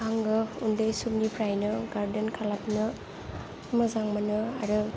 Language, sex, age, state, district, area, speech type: Bodo, female, 18-30, Assam, Kokrajhar, rural, spontaneous